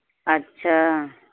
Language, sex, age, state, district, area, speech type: Urdu, female, 18-30, Uttar Pradesh, Balrampur, rural, conversation